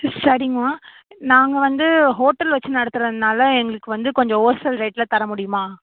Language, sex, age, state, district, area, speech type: Tamil, female, 18-30, Tamil Nadu, Tiruvarur, urban, conversation